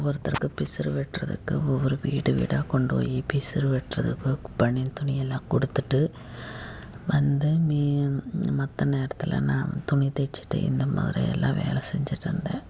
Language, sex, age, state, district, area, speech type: Tamil, female, 45-60, Tamil Nadu, Tiruppur, rural, spontaneous